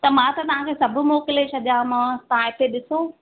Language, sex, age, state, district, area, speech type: Sindhi, female, 30-45, Madhya Pradesh, Katni, urban, conversation